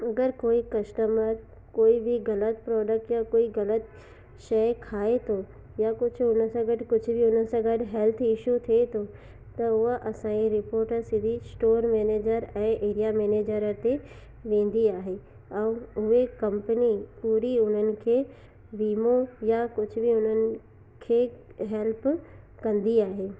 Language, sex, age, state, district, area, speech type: Sindhi, female, 18-30, Gujarat, Surat, urban, spontaneous